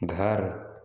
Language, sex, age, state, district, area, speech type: Hindi, male, 18-30, Bihar, Samastipur, rural, read